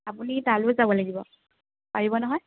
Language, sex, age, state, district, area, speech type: Assamese, female, 30-45, Assam, Lakhimpur, rural, conversation